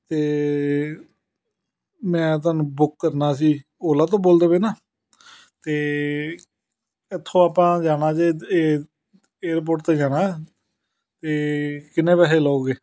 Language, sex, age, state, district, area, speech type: Punjabi, male, 30-45, Punjab, Amritsar, urban, spontaneous